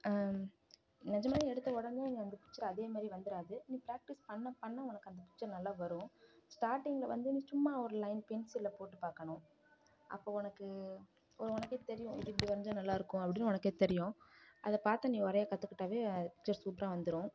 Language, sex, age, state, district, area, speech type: Tamil, female, 18-30, Tamil Nadu, Kallakurichi, rural, spontaneous